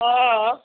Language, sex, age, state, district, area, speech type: Odia, female, 60+, Odisha, Gajapati, rural, conversation